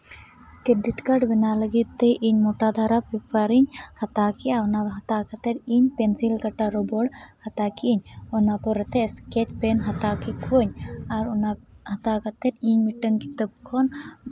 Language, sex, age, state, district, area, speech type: Santali, female, 18-30, Jharkhand, Seraikela Kharsawan, rural, spontaneous